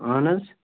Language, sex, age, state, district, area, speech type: Kashmiri, male, 30-45, Jammu and Kashmir, Bandipora, rural, conversation